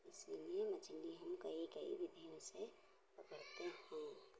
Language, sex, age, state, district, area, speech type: Hindi, female, 60+, Uttar Pradesh, Hardoi, rural, spontaneous